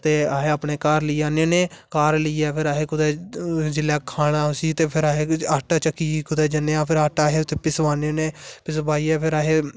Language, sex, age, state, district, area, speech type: Dogri, male, 18-30, Jammu and Kashmir, Samba, rural, spontaneous